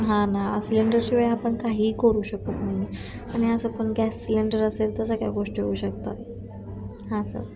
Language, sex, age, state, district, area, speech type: Marathi, female, 18-30, Maharashtra, Satara, rural, spontaneous